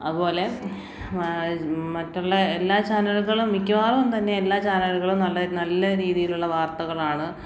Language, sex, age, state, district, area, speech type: Malayalam, female, 30-45, Kerala, Alappuzha, rural, spontaneous